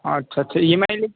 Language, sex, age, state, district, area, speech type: Hindi, male, 60+, Madhya Pradesh, Balaghat, rural, conversation